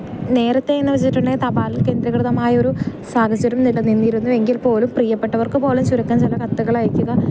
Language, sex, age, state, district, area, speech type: Malayalam, female, 18-30, Kerala, Idukki, rural, spontaneous